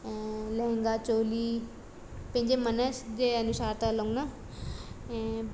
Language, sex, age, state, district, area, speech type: Sindhi, female, 18-30, Madhya Pradesh, Katni, rural, spontaneous